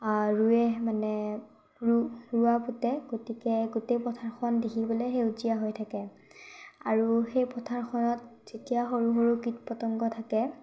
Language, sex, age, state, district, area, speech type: Assamese, female, 30-45, Assam, Morigaon, rural, spontaneous